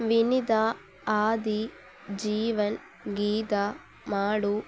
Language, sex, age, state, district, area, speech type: Malayalam, female, 18-30, Kerala, Palakkad, rural, spontaneous